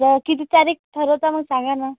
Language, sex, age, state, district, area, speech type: Marathi, female, 18-30, Maharashtra, Amravati, urban, conversation